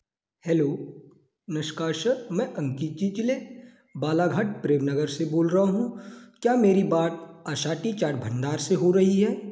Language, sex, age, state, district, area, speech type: Hindi, male, 18-30, Madhya Pradesh, Balaghat, rural, spontaneous